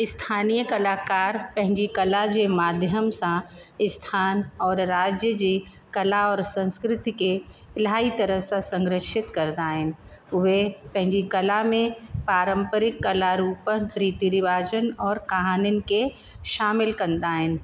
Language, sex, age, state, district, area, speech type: Sindhi, female, 45-60, Uttar Pradesh, Lucknow, rural, spontaneous